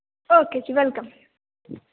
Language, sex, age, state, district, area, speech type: Punjabi, female, 30-45, Punjab, Jalandhar, rural, conversation